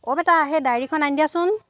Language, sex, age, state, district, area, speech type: Assamese, female, 30-45, Assam, Golaghat, rural, spontaneous